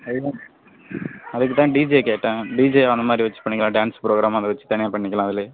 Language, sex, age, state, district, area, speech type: Tamil, male, 18-30, Tamil Nadu, Kallakurichi, rural, conversation